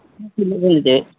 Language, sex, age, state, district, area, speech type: Kannada, male, 30-45, Karnataka, Udupi, rural, conversation